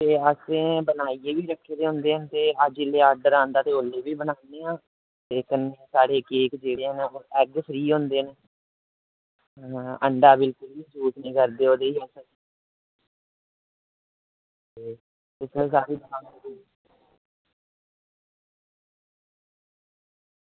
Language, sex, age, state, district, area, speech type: Dogri, male, 18-30, Jammu and Kashmir, Reasi, rural, conversation